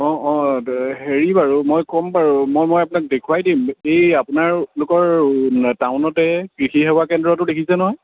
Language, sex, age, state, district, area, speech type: Assamese, male, 18-30, Assam, Sivasagar, rural, conversation